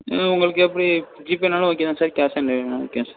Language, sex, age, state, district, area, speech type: Tamil, male, 18-30, Tamil Nadu, Thanjavur, rural, conversation